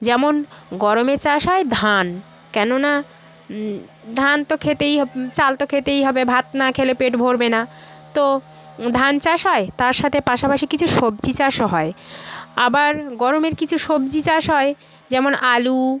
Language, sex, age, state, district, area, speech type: Bengali, female, 30-45, West Bengal, South 24 Parganas, rural, spontaneous